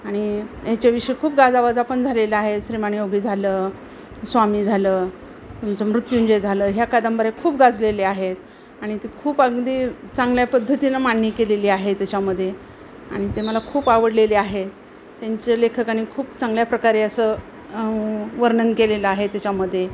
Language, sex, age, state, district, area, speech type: Marathi, female, 45-60, Maharashtra, Osmanabad, rural, spontaneous